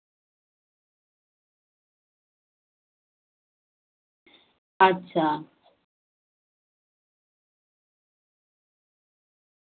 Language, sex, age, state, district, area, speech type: Dogri, female, 30-45, Jammu and Kashmir, Reasi, rural, conversation